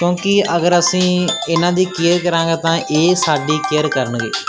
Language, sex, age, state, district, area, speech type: Punjabi, male, 18-30, Punjab, Mansa, rural, spontaneous